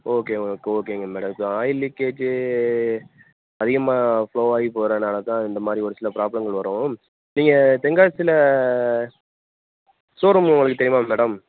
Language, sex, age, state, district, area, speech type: Tamil, male, 18-30, Tamil Nadu, Tenkasi, rural, conversation